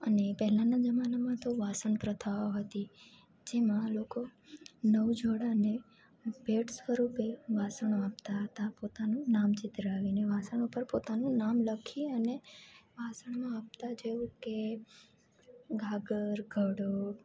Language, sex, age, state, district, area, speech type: Gujarati, female, 18-30, Gujarat, Junagadh, rural, spontaneous